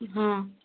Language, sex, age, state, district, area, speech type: Hindi, female, 45-60, Rajasthan, Karauli, rural, conversation